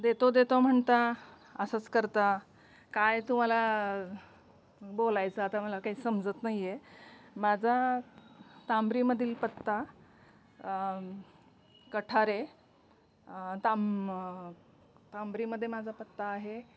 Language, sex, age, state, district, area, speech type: Marathi, female, 45-60, Maharashtra, Osmanabad, rural, spontaneous